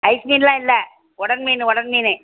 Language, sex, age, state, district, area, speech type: Tamil, female, 60+, Tamil Nadu, Thoothukudi, rural, conversation